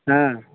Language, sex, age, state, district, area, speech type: Kannada, male, 60+, Karnataka, Bidar, urban, conversation